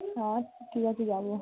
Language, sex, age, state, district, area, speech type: Bengali, female, 18-30, West Bengal, Birbhum, urban, conversation